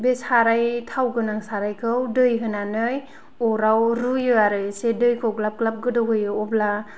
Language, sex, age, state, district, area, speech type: Bodo, female, 18-30, Assam, Kokrajhar, urban, spontaneous